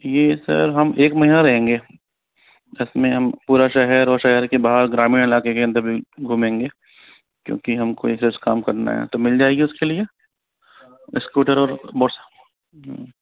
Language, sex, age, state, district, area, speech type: Hindi, male, 45-60, Rajasthan, Jaipur, urban, conversation